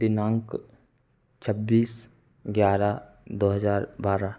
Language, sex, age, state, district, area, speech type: Hindi, male, 18-30, Madhya Pradesh, Betul, urban, spontaneous